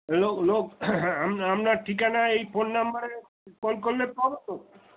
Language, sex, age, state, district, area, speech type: Bengali, male, 60+, West Bengal, Darjeeling, rural, conversation